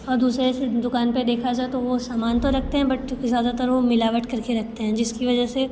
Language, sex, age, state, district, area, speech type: Hindi, female, 18-30, Uttar Pradesh, Bhadohi, rural, spontaneous